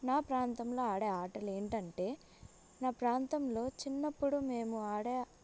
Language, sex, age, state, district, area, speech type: Telugu, female, 18-30, Telangana, Sangareddy, rural, spontaneous